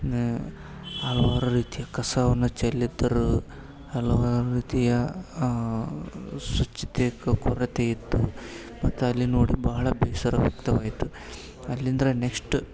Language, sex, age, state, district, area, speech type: Kannada, male, 18-30, Karnataka, Gadag, rural, spontaneous